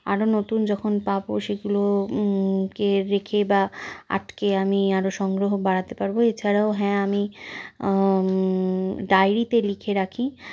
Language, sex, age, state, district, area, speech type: Bengali, female, 60+, West Bengal, Purulia, rural, spontaneous